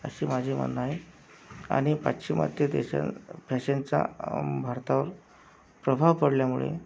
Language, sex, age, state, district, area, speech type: Marathi, male, 18-30, Maharashtra, Akola, rural, spontaneous